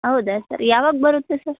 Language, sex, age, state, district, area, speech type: Kannada, female, 18-30, Karnataka, Koppal, rural, conversation